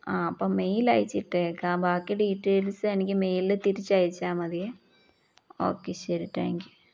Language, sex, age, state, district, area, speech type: Malayalam, female, 30-45, Kerala, Palakkad, rural, spontaneous